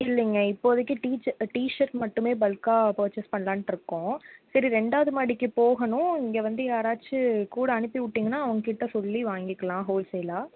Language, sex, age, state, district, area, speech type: Tamil, female, 18-30, Tamil Nadu, Tiruppur, rural, conversation